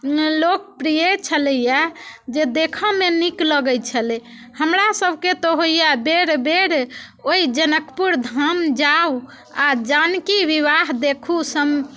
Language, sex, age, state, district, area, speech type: Maithili, female, 45-60, Bihar, Muzaffarpur, urban, spontaneous